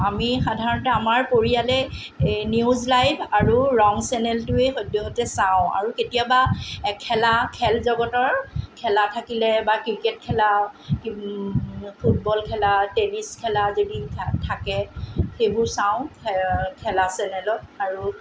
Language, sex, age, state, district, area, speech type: Assamese, female, 45-60, Assam, Tinsukia, rural, spontaneous